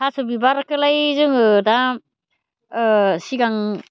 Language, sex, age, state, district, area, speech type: Bodo, female, 60+, Assam, Baksa, rural, spontaneous